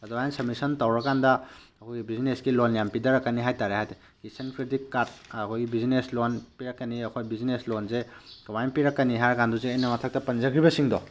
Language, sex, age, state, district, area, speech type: Manipuri, male, 30-45, Manipur, Tengnoupal, rural, spontaneous